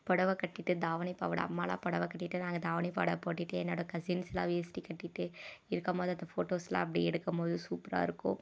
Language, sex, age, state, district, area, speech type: Tamil, female, 30-45, Tamil Nadu, Dharmapuri, rural, spontaneous